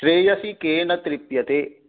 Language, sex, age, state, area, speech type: Sanskrit, male, 60+, Jharkhand, rural, conversation